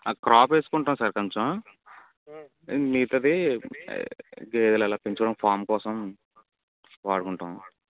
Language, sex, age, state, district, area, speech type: Telugu, male, 30-45, Andhra Pradesh, Alluri Sitarama Raju, rural, conversation